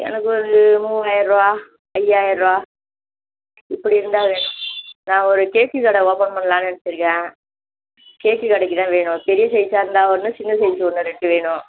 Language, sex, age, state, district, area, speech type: Tamil, female, 60+, Tamil Nadu, Virudhunagar, rural, conversation